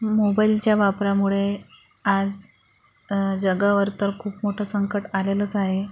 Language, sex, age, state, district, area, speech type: Marathi, female, 45-60, Maharashtra, Akola, urban, spontaneous